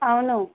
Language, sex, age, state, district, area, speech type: Telugu, female, 18-30, Telangana, Mahbubnagar, urban, conversation